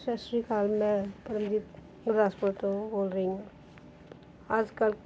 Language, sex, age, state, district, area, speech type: Punjabi, female, 30-45, Punjab, Gurdaspur, urban, spontaneous